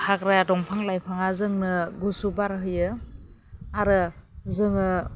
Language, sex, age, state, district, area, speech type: Bodo, female, 30-45, Assam, Baksa, rural, spontaneous